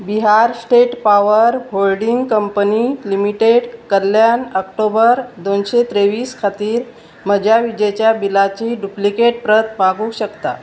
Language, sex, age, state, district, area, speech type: Goan Konkani, female, 45-60, Goa, Salcete, rural, read